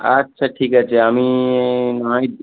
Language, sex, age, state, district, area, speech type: Bengali, male, 18-30, West Bengal, Howrah, urban, conversation